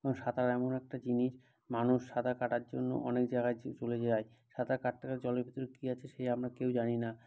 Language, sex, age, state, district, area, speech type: Bengali, male, 45-60, West Bengal, Bankura, urban, spontaneous